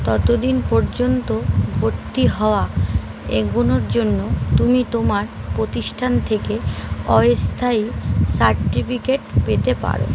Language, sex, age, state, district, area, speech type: Bengali, female, 30-45, West Bengal, Uttar Dinajpur, urban, read